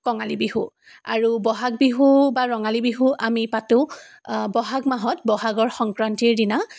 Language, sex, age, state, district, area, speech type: Assamese, female, 45-60, Assam, Dibrugarh, rural, spontaneous